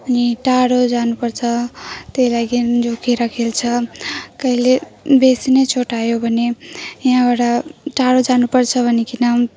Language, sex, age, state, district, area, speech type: Nepali, female, 18-30, West Bengal, Jalpaiguri, rural, spontaneous